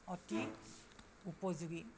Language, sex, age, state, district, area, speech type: Assamese, female, 60+, Assam, Charaideo, urban, spontaneous